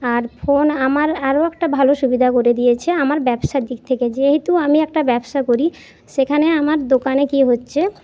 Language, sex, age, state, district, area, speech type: Bengali, female, 30-45, West Bengal, Jhargram, rural, spontaneous